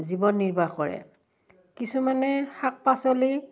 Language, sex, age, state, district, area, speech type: Assamese, female, 60+, Assam, Udalguri, rural, spontaneous